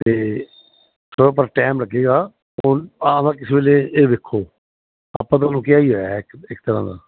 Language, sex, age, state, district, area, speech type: Punjabi, male, 60+, Punjab, Fazilka, rural, conversation